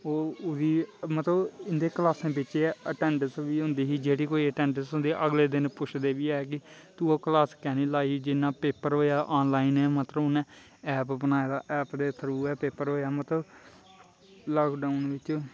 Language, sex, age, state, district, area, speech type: Dogri, male, 18-30, Jammu and Kashmir, Kathua, rural, spontaneous